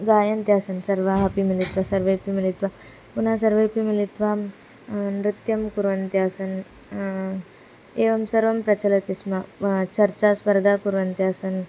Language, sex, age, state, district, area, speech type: Sanskrit, female, 18-30, Karnataka, Dharwad, urban, spontaneous